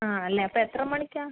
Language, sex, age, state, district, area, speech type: Malayalam, female, 18-30, Kerala, Kottayam, rural, conversation